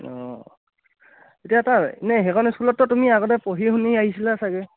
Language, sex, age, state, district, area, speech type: Assamese, male, 18-30, Assam, Charaideo, rural, conversation